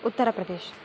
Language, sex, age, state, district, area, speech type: Sanskrit, female, 18-30, Karnataka, Belgaum, rural, spontaneous